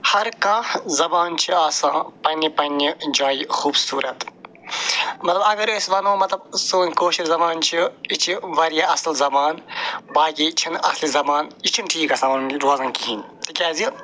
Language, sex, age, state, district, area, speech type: Kashmiri, male, 45-60, Jammu and Kashmir, Budgam, urban, spontaneous